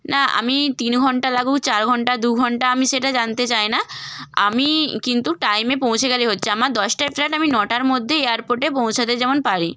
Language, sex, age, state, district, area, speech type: Bengali, female, 18-30, West Bengal, Hooghly, urban, spontaneous